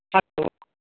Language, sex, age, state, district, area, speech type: Sindhi, female, 60+, Rajasthan, Ajmer, urban, conversation